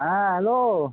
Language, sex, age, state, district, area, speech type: Santali, male, 45-60, West Bengal, Birbhum, rural, conversation